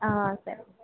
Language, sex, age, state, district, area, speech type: Telugu, female, 45-60, Andhra Pradesh, East Godavari, urban, conversation